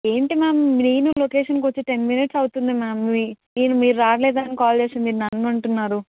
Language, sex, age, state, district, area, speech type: Telugu, female, 18-30, Telangana, Karimnagar, urban, conversation